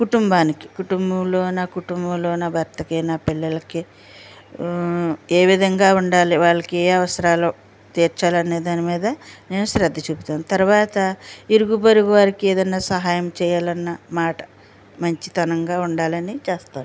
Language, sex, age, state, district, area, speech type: Telugu, female, 60+, Andhra Pradesh, West Godavari, rural, spontaneous